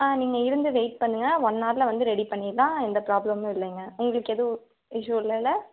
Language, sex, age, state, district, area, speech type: Tamil, female, 18-30, Tamil Nadu, Tiruppur, urban, conversation